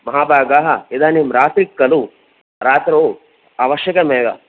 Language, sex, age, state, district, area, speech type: Sanskrit, male, 18-30, Karnataka, Dakshina Kannada, rural, conversation